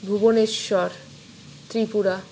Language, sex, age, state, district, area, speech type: Bengali, female, 45-60, West Bengal, Purba Bardhaman, urban, spontaneous